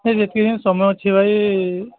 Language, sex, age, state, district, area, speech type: Odia, male, 30-45, Odisha, Sambalpur, rural, conversation